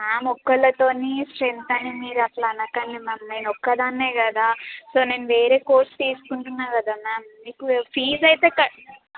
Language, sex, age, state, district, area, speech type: Telugu, female, 18-30, Telangana, Mahbubnagar, rural, conversation